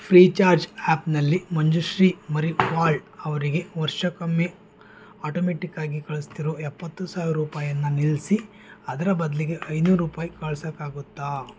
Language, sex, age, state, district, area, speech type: Kannada, male, 60+, Karnataka, Bangalore Rural, rural, read